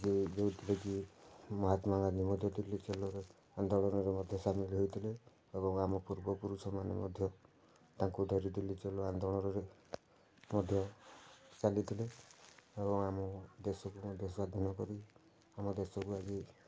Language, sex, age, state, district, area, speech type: Odia, male, 30-45, Odisha, Kendujhar, urban, spontaneous